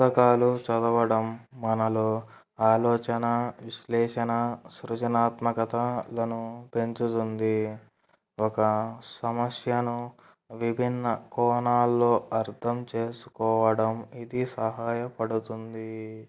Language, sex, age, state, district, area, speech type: Telugu, male, 18-30, Andhra Pradesh, Kurnool, urban, spontaneous